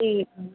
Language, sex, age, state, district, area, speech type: Hindi, female, 60+, Uttar Pradesh, Pratapgarh, rural, conversation